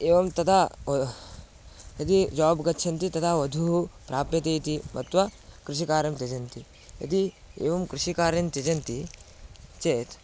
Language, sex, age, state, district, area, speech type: Sanskrit, male, 18-30, Karnataka, Bidar, rural, spontaneous